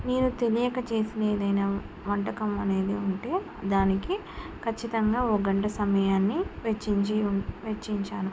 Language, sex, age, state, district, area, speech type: Telugu, female, 45-60, Telangana, Mancherial, rural, spontaneous